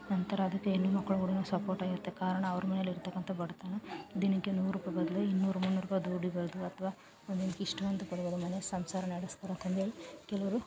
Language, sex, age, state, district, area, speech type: Kannada, female, 18-30, Karnataka, Vijayanagara, rural, spontaneous